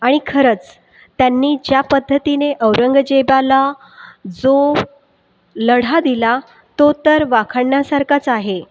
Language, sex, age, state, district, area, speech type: Marathi, female, 30-45, Maharashtra, Buldhana, urban, spontaneous